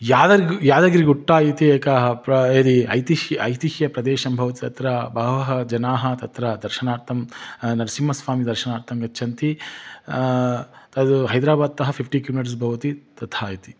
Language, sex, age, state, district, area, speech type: Sanskrit, male, 30-45, Telangana, Hyderabad, urban, spontaneous